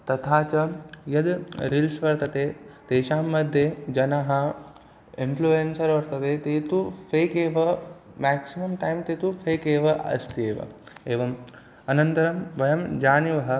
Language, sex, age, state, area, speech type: Sanskrit, male, 18-30, Madhya Pradesh, rural, spontaneous